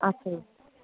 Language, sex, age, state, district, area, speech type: Punjabi, male, 45-60, Punjab, Pathankot, rural, conversation